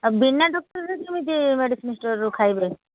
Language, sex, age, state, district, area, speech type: Odia, female, 60+, Odisha, Kendrapara, urban, conversation